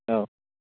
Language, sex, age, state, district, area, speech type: Bodo, male, 18-30, Assam, Kokrajhar, rural, conversation